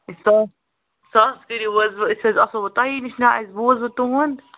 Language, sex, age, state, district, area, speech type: Kashmiri, male, 30-45, Jammu and Kashmir, Baramulla, rural, conversation